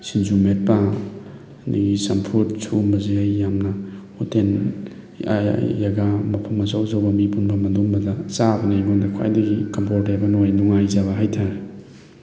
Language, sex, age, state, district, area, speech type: Manipuri, male, 30-45, Manipur, Thoubal, rural, spontaneous